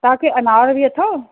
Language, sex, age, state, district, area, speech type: Sindhi, female, 45-60, Uttar Pradesh, Lucknow, urban, conversation